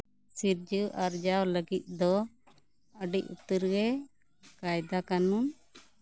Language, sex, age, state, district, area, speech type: Santali, female, 45-60, West Bengal, Bankura, rural, spontaneous